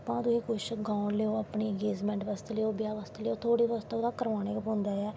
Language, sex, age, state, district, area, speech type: Dogri, female, 18-30, Jammu and Kashmir, Samba, rural, spontaneous